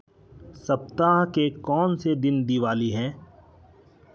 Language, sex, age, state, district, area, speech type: Hindi, male, 30-45, Madhya Pradesh, Betul, urban, read